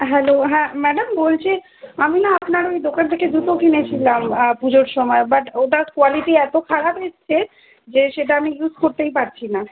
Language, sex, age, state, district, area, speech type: Bengali, female, 18-30, West Bengal, Dakshin Dinajpur, urban, conversation